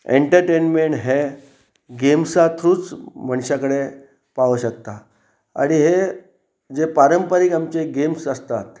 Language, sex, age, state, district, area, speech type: Goan Konkani, male, 45-60, Goa, Pernem, rural, spontaneous